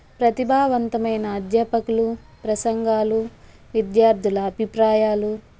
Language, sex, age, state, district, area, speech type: Telugu, female, 30-45, Andhra Pradesh, Chittoor, rural, spontaneous